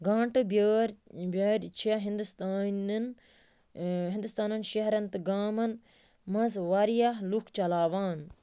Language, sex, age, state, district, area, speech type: Kashmiri, female, 30-45, Jammu and Kashmir, Baramulla, rural, read